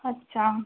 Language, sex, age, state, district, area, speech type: Marathi, female, 30-45, Maharashtra, Thane, urban, conversation